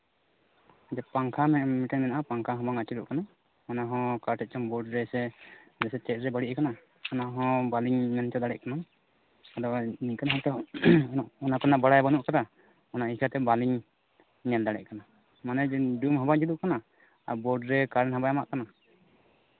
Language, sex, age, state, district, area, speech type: Santali, male, 30-45, West Bengal, Purulia, rural, conversation